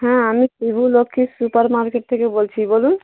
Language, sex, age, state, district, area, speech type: Bengali, female, 18-30, West Bengal, Dakshin Dinajpur, urban, conversation